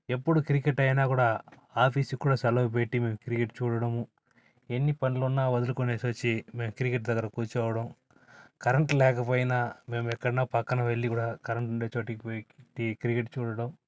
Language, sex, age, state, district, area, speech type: Telugu, male, 45-60, Andhra Pradesh, Sri Balaji, urban, spontaneous